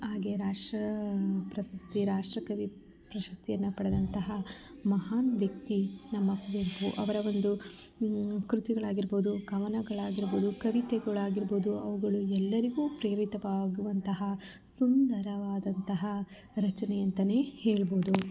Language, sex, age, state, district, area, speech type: Kannada, female, 30-45, Karnataka, Mandya, rural, spontaneous